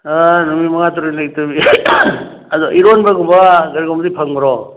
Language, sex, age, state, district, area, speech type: Manipuri, male, 60+, Manipur, Churachandpur, urban, conversation